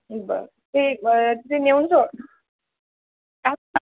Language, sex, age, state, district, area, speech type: Marathi, female, 18-30, Maharashtra, Buldhana, rural, conversation